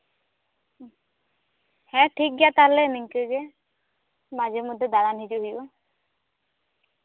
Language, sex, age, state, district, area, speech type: Santali, female, 18-30, West Bengal, Bankura, rural, conversation